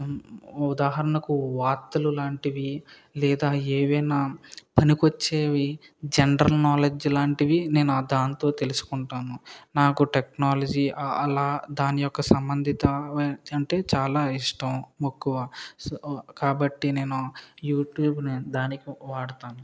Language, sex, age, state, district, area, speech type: Telugu, male, 30-45, Andhra Pradesh, Kakinada, rural, spontaneous